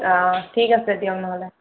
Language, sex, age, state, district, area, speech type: Assamese, female, 30-45, Assam, Sonitpur, rural, conversation